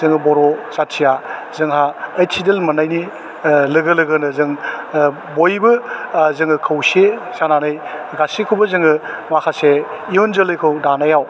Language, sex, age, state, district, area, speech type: Bodo, male, 45-60, Assam, Chirang, rural, spontaneous